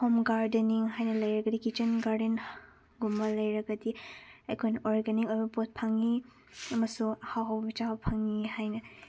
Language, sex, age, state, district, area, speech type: Manipuri, female, 18-30, Manipur, Chandel, rural, spontaneous